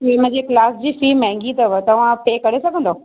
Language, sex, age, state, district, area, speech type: Sindhi, female, 30-45, Maharashtra, Thane, urban, conversation